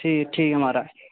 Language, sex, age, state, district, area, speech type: Dogri, male, 18-30, Jammu and Kashmir, Reasi, rural, conversation